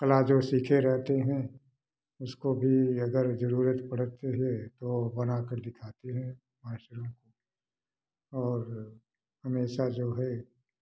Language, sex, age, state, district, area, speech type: Hindi, male, 60+, Uttar Pradesh, Prayagraj, rural, spontaneous